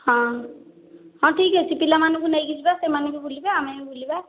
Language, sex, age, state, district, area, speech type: Odia, female, 30-45, Odisha, Khordha, rural, conversation